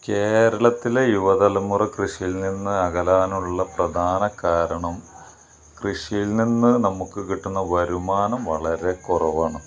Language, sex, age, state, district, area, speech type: Malayalam, male, 30-45, Kerala, Malappuram, rural, spontaneous